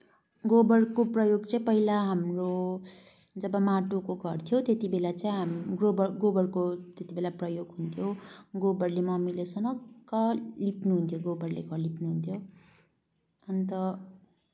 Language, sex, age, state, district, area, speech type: Nepali, female, 18-30, West Bengal, Kalimpong, rural, spontaneous